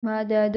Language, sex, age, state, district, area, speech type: Sindhi, female, 18-30, Gujarat, Junagadh, rural, read